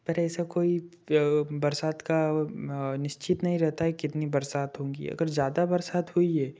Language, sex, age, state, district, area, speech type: Hindi, male, 30-45, Madhya Pradesh, Betul, urban, spontaneous